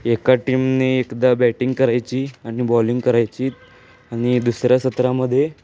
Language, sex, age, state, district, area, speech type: Marathi, male, 18-30, Maharashtra, Sangli, urban, spontaneous